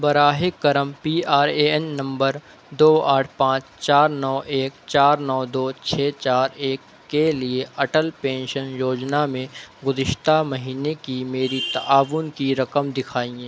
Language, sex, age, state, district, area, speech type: Urdu, male, 18-30, Uttar Pradesh, Shahjahanpur, rural, read